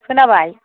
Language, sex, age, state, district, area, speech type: Bodo, female, 60+, Assam, Kokrajhar, rural, conversation